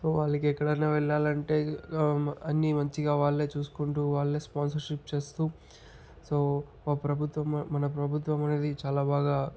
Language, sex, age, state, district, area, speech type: Telugu, male, 60+, Andhra Pradesh, Chittoor, rural, spontaneous